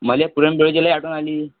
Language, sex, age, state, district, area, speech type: Marathi, male, 18-30, Maharashtra, Amravati, rural, conversation